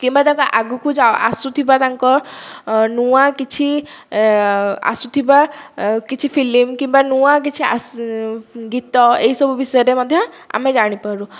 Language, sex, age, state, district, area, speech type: Odia, female, 30-45, Odisha, Dhenkanal, rural, spontaneous